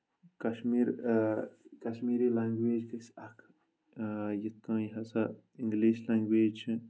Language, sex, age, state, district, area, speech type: Kashmiri, male, 18-30, Jammu and Kashmir, Kulgam, rural, spontaneous